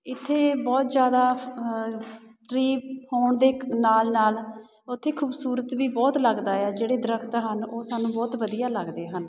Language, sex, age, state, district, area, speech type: Punjabi, female, 30-45, Punjab, Shaheed Bhagat Singh Nagar, urban, spontaneous